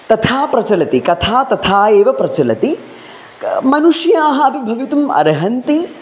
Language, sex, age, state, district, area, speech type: Sanskrit, male, 30-45, Kerala, Palakkad, urban, spontaneous